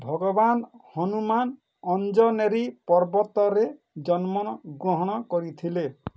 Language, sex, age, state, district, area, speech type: Odia, male, 45-60, Odisha, Bargarh, urban, read